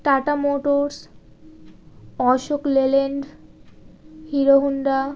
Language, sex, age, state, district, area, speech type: Bengali, female, 18-30, West Bengal, Birbhum, urban, spontaneous